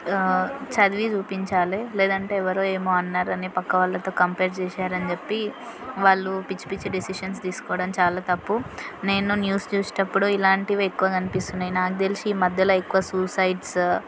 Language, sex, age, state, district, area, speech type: Telugu, female, 18-30, Telangana, Yadadri Bhuvanagiri, urban, spontaneous